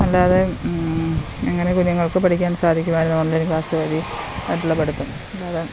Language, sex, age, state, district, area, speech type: Malayalam, female, 30-45, Kerala, Alappuzha, rural, spontaneous